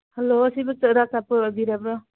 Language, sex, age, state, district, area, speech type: Manipuri, female, 45-60, Manipur, Churachandpur, urban, conversation